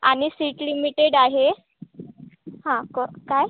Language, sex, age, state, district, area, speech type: Marathi, female, 18-30, Maharashtra, Wardha, urban, conversation